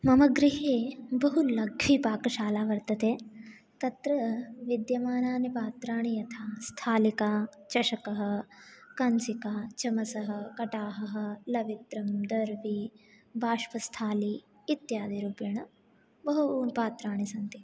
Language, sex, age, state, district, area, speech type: Sanskrit, female, 18-30, Telangana, Hyderabad, urban, spontaneous